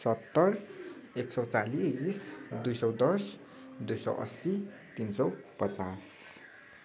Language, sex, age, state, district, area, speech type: Nepali, male, 18-30, West Bengal, Kalimpong, rural, spontaneous